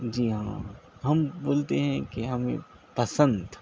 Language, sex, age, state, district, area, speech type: Urdu, male, 18-30, Telangana, Hyderabad, urban, spontaneous